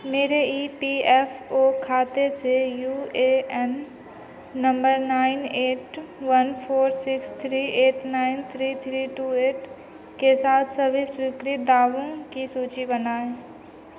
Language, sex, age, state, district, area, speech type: Hindi, female, 18-30, Bihar, Begusarai, rural, read